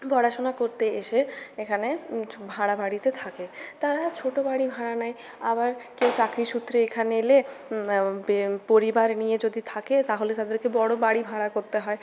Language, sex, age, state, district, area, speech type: Bengali, female, 60+, West Bengal, Purulia, urban, spontaneous